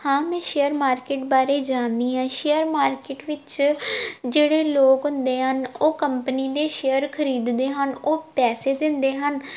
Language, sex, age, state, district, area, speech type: Punjabi, female, 18-30, Punjab, Tarn Taran, urban, spontaneous